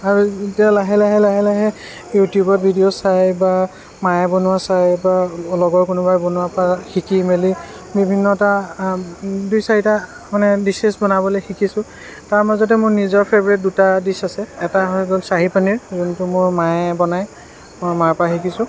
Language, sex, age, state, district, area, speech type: Assamese, male, 30-45, Assam, Sonitpur, urban, spontaneous